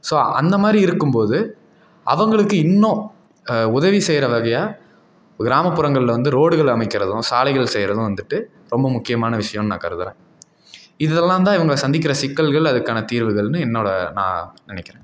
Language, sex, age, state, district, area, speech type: Tamil, male, 18-30, Tamil Nadu, Salem, rural, spontaneous